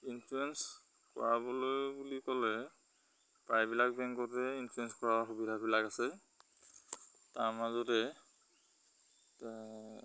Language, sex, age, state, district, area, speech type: Assamese, male, 30-45, Assam, Lakhimpur, rural, spontaneous